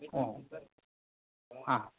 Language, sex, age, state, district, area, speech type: Bengali, male, 45-60, West Bengal, Dakshin Dinajpur, rural, conversation